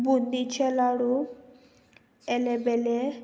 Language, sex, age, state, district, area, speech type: Goan Konkani, female, 18-30, Goa, Murmgao, rural, spontaneous